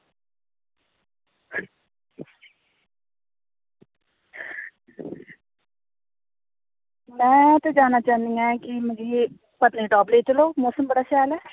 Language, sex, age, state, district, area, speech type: Dogri, female, 30-45, Jammu and Kashmir, Reasi, rural, conversation